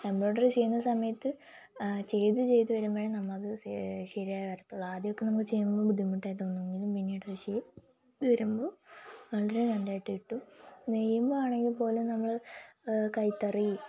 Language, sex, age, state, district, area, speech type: Malayalam, female, 18-30, Kerala, Kollam, rural, spontaneous